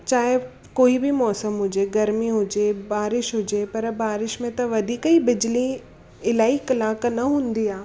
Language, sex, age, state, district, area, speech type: Sindhi, female, 18-30, Gujarat, Surat, urban, spontaneous